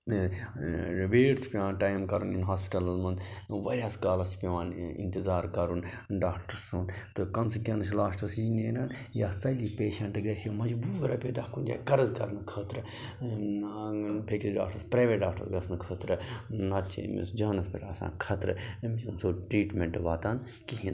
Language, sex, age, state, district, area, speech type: Kashmiri, male, 30-45, Jammu and Kashmir, Budgam, rural, spontaneous